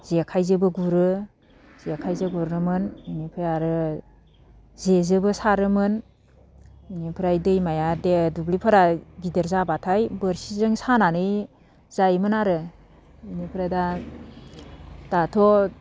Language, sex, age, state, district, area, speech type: Bodo, female, 30-45, Assam, Baksa, rural, spontaneous